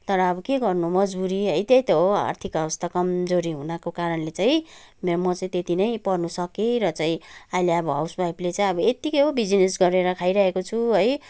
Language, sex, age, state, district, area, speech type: Nepali, female, 45-60, West Bengal, Kalimpong, rural, spontaneous